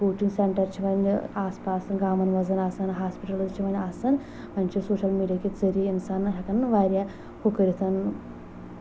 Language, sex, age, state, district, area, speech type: Kashmiri, female, 18-30, Jammu and Kashmir, Kulgam, rural, spontaneous